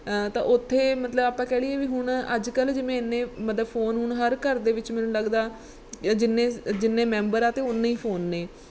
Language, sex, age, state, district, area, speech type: Punjabi, female, 30-45, Punjab, Mansa, urban, spontaneous